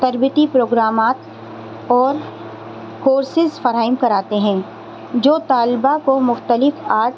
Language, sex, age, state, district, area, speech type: Urdu, female, 30-45, Delhi, Central Delhi, urban, spontaneous